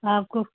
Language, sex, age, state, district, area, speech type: Hindi, female, 45-60, Uttar Pradesh, Hardoi, rural, conversation